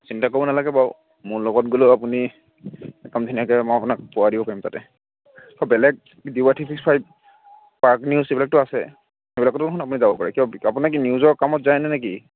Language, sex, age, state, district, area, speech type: Assamese, male, 18-30, Assam, Kamrup Metropolitan, urban, conversation